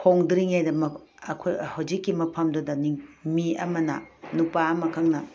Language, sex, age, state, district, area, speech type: Manipuri, female, 60+, Manipur, Ukhrul, rural, spontaneous